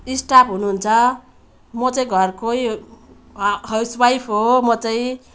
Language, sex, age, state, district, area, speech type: Nepali, female, 45-60, West Bengal, Jalpaiguri, rural, spontaneous